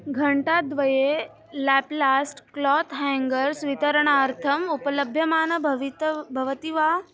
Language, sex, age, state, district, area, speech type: Sanskrit, female, 18-30, Maharashtra, Nagpur, urban, read